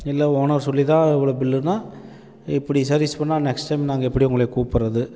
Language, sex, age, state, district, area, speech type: Tamil, male, 45-60, Tamil Nadu, Namakkal, rural, spontaneous